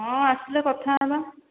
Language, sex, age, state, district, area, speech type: Odia, female, 45-60, Odisha, Khordha, rural, conversation